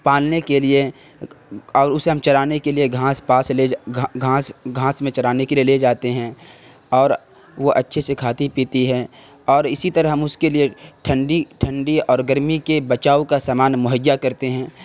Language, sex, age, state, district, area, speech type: Urdu, male, 30-45, Bihar, Khagaria, rural, spontaneous